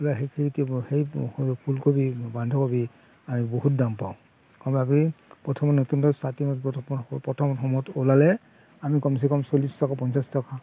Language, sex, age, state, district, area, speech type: Assamese, male, 45-60, Assam, Barpeta, rural, spontaneous